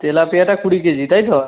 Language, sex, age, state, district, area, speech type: Bengali, male, 60+, West Bengal, Nadia, rural, conversation